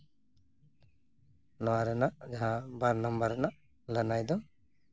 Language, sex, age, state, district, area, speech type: Santali, male, 30-45, West Bengal, Purulia, rural, spontaneous